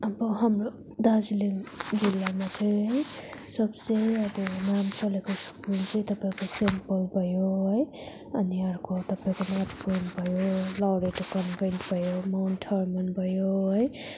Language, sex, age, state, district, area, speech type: Nepali, female, 18-30, West Bengal, Darjeeling, rural, spontaneous